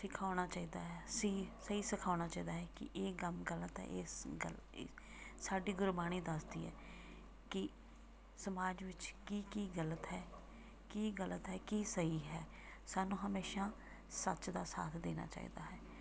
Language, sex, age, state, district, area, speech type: Punjabi, female, 45-60, Punjab, Tarn Taran, rural, spontaneous